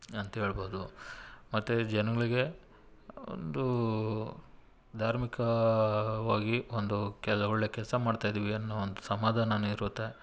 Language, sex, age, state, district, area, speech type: Kannada, male, 45-60, Karnataka, Bangalore Urban, rural, spontaneous